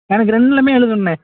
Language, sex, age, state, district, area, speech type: Tamil, male, 18-30, Tamil Nadu, Madurai, rural, conversation